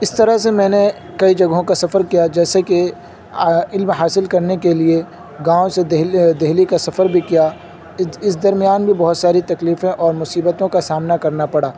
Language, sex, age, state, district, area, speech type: Urdu, male, 18-30, Uttar Pradesh, Saharanpur, urban, spontaneous